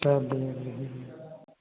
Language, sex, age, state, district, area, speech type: Hindi, male, 45-60, Uttar Pradesh, Hardoi, rural, conversation